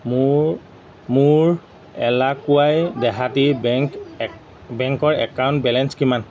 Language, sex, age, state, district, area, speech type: Assamese, male, 45-60, Assam, Golaghat, rural, read